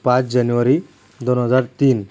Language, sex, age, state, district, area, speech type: Marathi, male, 30-45, Maharashtra, Akola, rural, spontaneous